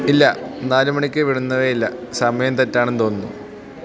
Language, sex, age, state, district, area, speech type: Malayalam, male, 18-30, Kerala, Idukki, rural, read